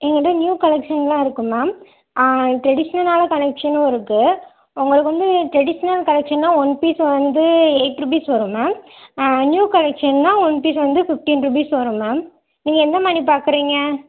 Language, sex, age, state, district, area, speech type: Tamil, female, 18-30, Tamil Nadu, Madurai, urban, conversation